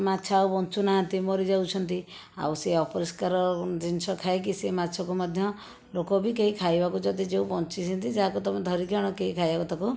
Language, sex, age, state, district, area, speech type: Odia, female, 45-60, Odisha, Jajpur, rural, spontaneous